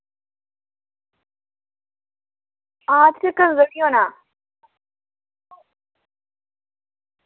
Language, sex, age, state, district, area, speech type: Dogri, female, 18-30, Jammu and Kashmir, Udhampur, urban, conversation